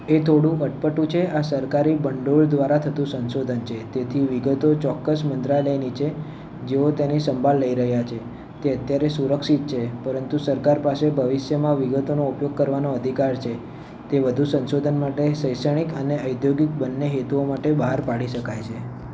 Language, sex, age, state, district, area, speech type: Gujarati, male, 18-30, Gujarat, Ahmedabad, urban, read